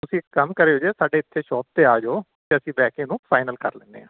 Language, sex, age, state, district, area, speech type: Punjabi, male, 45-60, Punjab, Rupnagar, rural, conversation